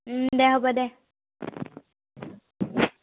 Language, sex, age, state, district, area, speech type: Assamese, female, 30-45, Assam, Morigaon, rural, conversation